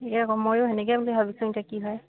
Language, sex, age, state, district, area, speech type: Assamese, female, 18-30, Assam, Dhemaji, urban, conversation